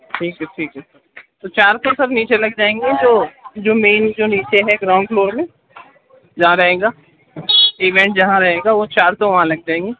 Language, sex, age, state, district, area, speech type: Urdu, male, 30-45, Uttar Pradesh, Gautam Buddha Nagar, urban, conversation